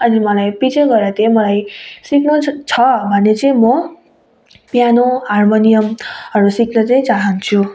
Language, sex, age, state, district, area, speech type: Nepali, female, 30-45, West Bengal, Darjeeling, rural, spontaneous